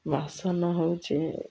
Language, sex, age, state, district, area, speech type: Odia, female, 60+, Odisha, Ganjam, urban, spontaneous